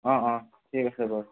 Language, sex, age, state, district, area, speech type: Assamese, male, 45-60, Assam, Charaideo, rural, conversation